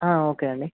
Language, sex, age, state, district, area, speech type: Telugu, male, 18-30, Telangana, Ranga Reddy, urban, conversation